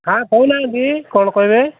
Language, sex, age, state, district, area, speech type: Odia, male, 60+, Odisha, Gajapati, rural, conversation